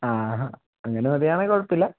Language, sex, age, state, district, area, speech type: Malayalam, male, 18-30, Kerala, Kottayam, urban, conversation